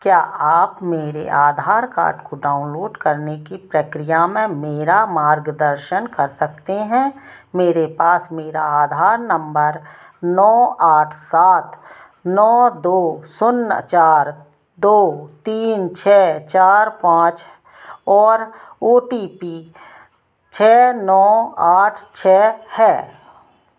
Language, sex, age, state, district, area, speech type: Hindi, female, 45-60, Madhya Pradesh, Narsinghpur, rural, read